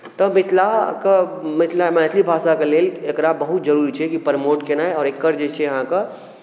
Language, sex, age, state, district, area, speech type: Maithili, male, 18-30, Bihar, Darbhanga, rural, spontaneous